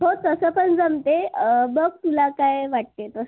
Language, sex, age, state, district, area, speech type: Marathi, female, 18-30, Maharashtra, Yavatmal, rural, conversation